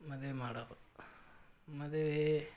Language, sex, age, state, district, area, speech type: Kannada, male, 45-60, Karnataka, Gadag, rural, spontaneous